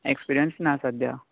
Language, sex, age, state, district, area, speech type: Goan Konkani, male, 18-30, Goa, Bardez, rural, conversation